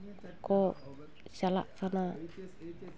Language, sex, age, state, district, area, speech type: Santali, female, 30-45, West Bengal, Purulia, rural, spontaneous